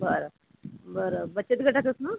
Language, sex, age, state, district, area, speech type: Marathi, female, 30-45, Maharashtra, Akola, urban, conversation